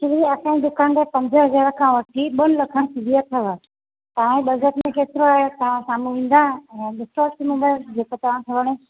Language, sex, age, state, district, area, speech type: Sindhi, female, 45-60, Gujarat, Junagadh, urban, conversation